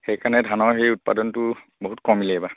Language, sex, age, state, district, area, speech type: Assamese, male, 30-45, Assam, Charaideo, rural, conversation